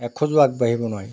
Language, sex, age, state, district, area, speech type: Assamese, male, 45-60, Assam, Jorhat, urban, spontaneous